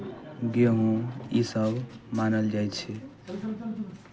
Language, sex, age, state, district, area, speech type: Maithili, male, 18-30, Bihar, Darbhanga, rural, spontaneous